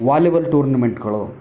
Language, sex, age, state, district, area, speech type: Kannada, male, 30-45, Karnataka, Vijayanagara, rural, spontaneous